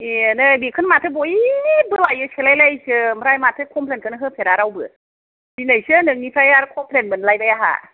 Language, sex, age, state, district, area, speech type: Bodo, female, 45-60, Assam, Kokrajhar, rural, conversation